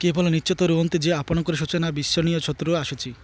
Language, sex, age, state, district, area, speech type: Odia, male, 30-45, Odisha, Malkangiri, urban, read